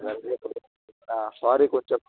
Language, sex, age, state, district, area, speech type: Telugu, male, 18-30, Telangana, Siddipet, rural, conversation